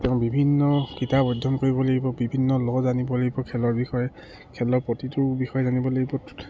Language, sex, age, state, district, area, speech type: Assamese, male, 30-45, Assam, Charaideo, urban, spontaneous